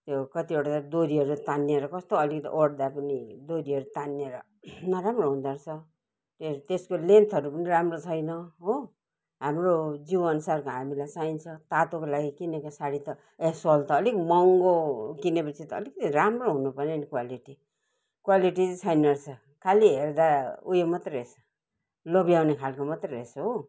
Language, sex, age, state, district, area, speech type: Nepali, female, 60+, West Bengal, Kalimpong, rural, spontaneous